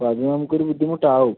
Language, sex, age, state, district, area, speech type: Malayalam, male, 45-60, Kerala, Palakkad, rural, conversation